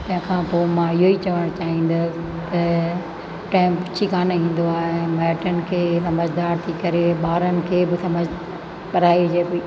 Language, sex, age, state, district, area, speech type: Sindhi, female, 60+, Rajasthan, Ajmer, urban, spontaneous